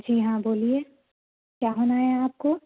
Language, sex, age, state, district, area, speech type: Urdu, female, 30-45, Telangana, Hyderabad, urban, conversation